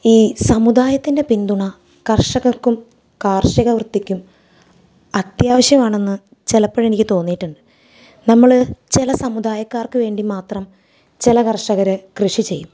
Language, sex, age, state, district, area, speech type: Malayalam, female, 30-45, Kerala, Thrissur, urban, spontaneous